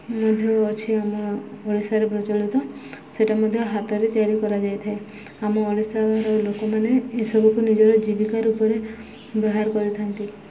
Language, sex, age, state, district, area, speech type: Odia, female, 18-30, Odisha, Subarnapur, urban, spontaneous